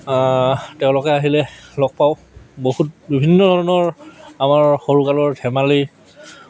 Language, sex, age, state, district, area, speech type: Assamese, female, 30-45, Assam, Goalpara, rural, spontaneous